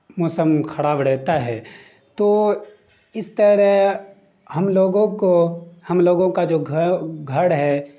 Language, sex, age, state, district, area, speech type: Urdu, male, 18-30, Bihar, Darbhanga, rural, spontaneous